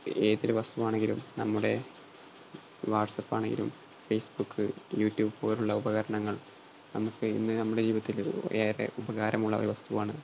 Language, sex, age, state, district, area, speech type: Malayalam, male, 18-30, Kerala, Malappuram, rural, spontaneous